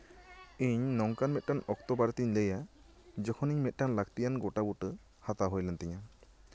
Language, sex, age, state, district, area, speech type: Santali, male, 30-45, West Bengal, Bankura, rural, spontaneous